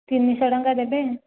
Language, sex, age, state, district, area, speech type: Odia, female, 18-30, Odisha, Jajpur, rural, conversation